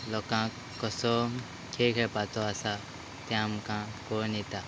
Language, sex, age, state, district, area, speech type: Goan Konkani, male, 30-45, Goa, Quepem, rural, spontaneous